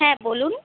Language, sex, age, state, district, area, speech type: Bengali, female, 18-30, West Bengal, Paschim Bardhaman, rural, conversation